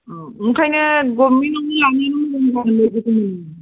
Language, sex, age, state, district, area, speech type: Bodo, female, 45-60, Assam, Kokrajhar, rural, conversation